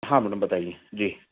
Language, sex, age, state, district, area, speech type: Hindi, male, 30-45, Madhya Pradesh, Ujjain, urban, conversation